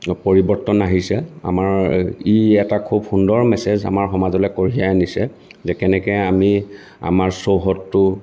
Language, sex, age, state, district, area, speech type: Assamese, male, 45-60, Assam, Lakhimpur, rural, spontaneous